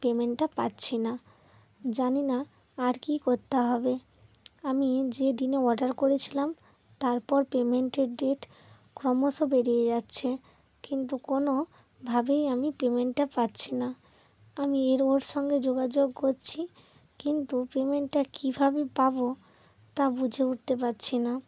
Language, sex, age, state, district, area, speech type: Bengali, female, 30-45, West Bengal, Hooghly, urban, spontaneous